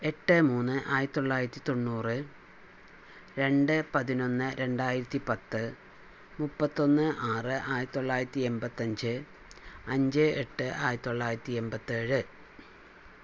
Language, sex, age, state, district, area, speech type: Malayalam, female, 60+, Kerala, Palakkad, rural, spontaneous